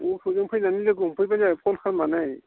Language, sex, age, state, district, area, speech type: Bodo, male, 45-60, Assam, Udalguri, rural, conversation